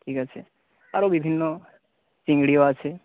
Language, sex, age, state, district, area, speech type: Bengali, male, 30-45, West Bengal, Nadia, rural, conversation